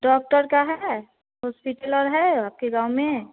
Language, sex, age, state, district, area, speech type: Hindi, female, 18-30, Bihar, Samastipur, urban, conversation